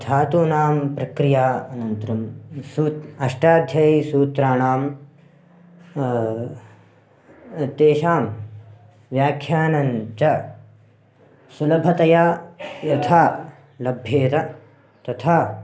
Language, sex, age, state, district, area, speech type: Sanskrit, male, 18-30, Karnataka, Raichur, urban, spontaneous